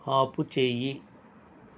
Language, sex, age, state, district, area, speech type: Telugu, male, 60+, Andhra Pradesh, East Godavari, rural, read